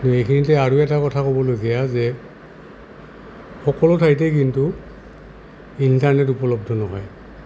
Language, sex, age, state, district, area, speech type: Assamese, male, 60+, Assam, Goalpara, urban, spontaneous